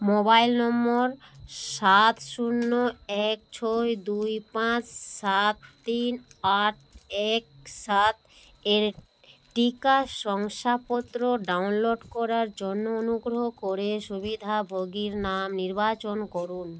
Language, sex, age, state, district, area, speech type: Bengali, female, 30-45, West Bengal, Malda, urban, read